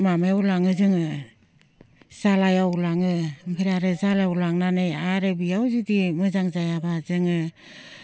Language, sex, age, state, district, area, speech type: Bodo, female, 60+, Assam, Baksa, rural, spontaneous